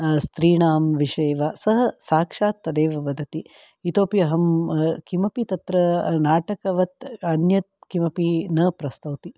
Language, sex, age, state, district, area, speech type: Sanskrit, female, 45-60, Karnataka, Bangalore Urban, urban, spontaneous